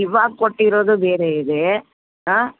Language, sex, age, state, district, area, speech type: Kannada, female, 60+, Karnataka, Bellary, rural, conversation